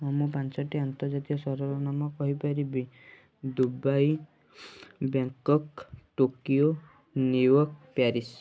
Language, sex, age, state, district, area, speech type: Odia, male, 18-30, Odisha, Kendujhar, urban, spontaneous